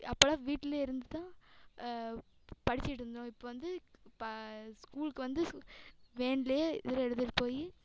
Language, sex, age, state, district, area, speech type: Tamil, female, 18-30, Tamil Nadu, Namakkal, rural, spontaneous